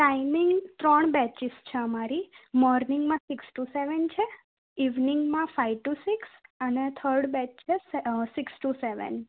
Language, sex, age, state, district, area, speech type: Gujarati, female, 18-30, Gujarat, Kheda, rural, conversation